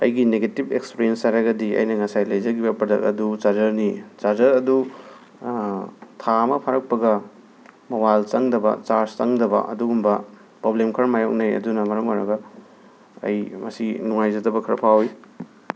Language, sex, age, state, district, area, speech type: Manipuri, male, 18-30, Manipur, Imphal West, urban, spontaneous